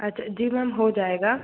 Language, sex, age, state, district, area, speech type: Hindi, other, 45-60, Madhya Pradesh, Bhopal, urban, conversation